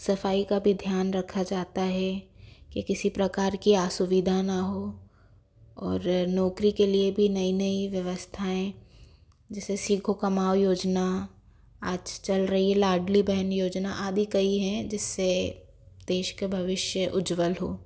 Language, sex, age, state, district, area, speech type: Hindi, female, 30-45, Madhya Pradesh, Bhopal, urban, spontaneous